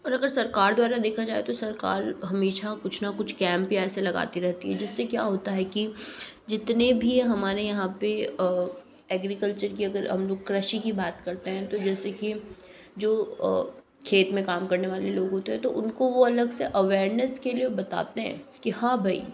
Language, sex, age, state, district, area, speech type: Hindi, female, 45-60, Rajasthan, Jodhpur, urban, spontaneous